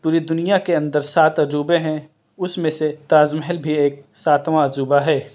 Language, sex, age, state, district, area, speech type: Urdu, male, 18-30, Delhi, East Delhi, urban, spontaneous